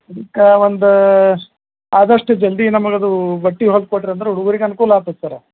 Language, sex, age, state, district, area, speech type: Kannada, male, 45-60, Karnataka, Gulbarga, urban, conversation